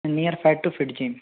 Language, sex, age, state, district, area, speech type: Hindi, male, 60+, Madhya Pradesh, Bhopal, urban, conversation